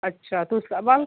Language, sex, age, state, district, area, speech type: Hindi, female, 30-45, Uttar Pradesh, Ghazipur, rural, conversation